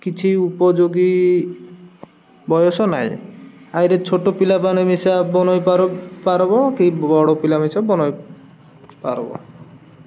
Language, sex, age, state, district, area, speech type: Odia, male, 18-30, Odisha, Malkangiri, urban, spontaneous